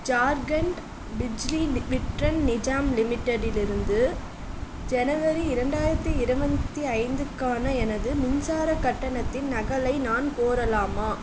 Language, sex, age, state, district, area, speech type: Tamil, female, 18-30, Tamil Nadu, Chengalpattu, urban, read